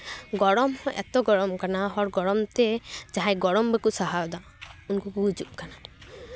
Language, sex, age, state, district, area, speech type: Santali, female, 18-30, West Bengal, Paschim Bardhaman, rural, spontaneous